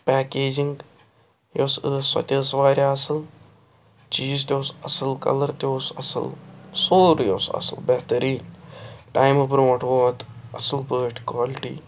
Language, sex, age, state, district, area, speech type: Kashmiri, male, 45-60, Jammu and Kashmir, Srinagar, urban, spontaneous